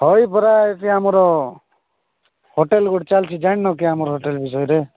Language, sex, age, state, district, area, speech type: Odia, male, 45-60, Odisha, Nabarangpur, rural, conversation